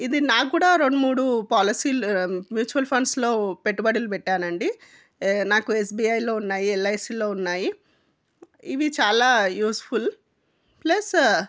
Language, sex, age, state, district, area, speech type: Telugu, female, 45-60, Telangana, Jangaon, rural, spontaneous